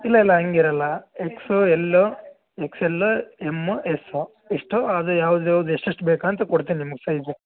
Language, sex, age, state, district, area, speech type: Kannada, male, 18-30, Karnataka, Koppal, rural, conversation